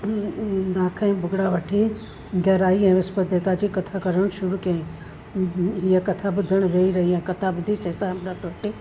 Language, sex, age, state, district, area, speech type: Sindhi, female, 60+, Maharashtra, Thane, urban, spontaneous